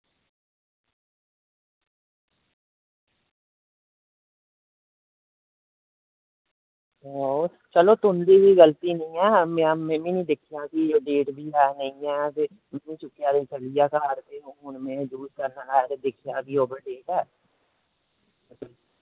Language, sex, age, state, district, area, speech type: Dogri, male, 18-30, Jammu and Kashmir, Reasi, rural, conversation